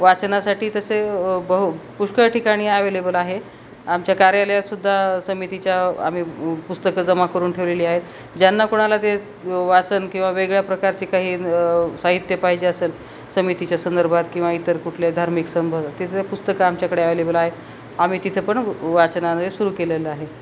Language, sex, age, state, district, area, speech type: Marathi, female, 45-60, Maharashtra, Nanded, rural, spontaneous